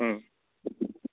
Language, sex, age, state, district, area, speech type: Tamil, male, 18-30, Tamil Nadu, Nagapattinam, rural, conversation